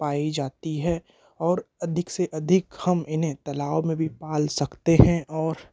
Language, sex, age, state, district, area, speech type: Hindi, male, 18-30, Madhya Pradesh, Bhopal, rural, spontaneous